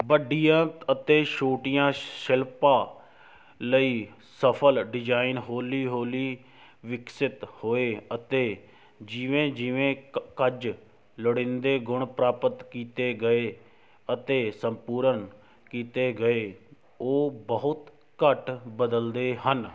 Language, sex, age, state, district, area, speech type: Punjabi, male, 60+, Punjab, Shaheed Bhagat Singh Nagar, rural, read